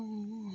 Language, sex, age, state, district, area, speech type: Assamese, female, 30-45, Assam, Dibrugarh, rural, spontaneous